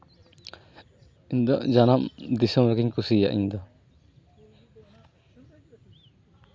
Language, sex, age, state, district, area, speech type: Santali, male, 30-45, West Bengal, Purulia, rural, spontaneous